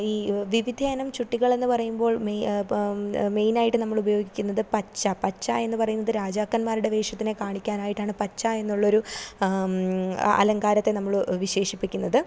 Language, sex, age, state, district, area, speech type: Malayalam, female, 18-30, Kerala, Thiruvananthapuram, rural, spontaneous